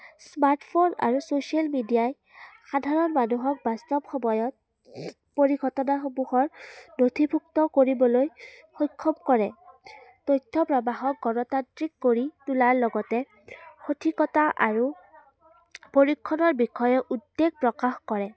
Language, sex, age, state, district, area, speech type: Assamese, female, 18-30, Assam, Udalguri, rural, spontaneous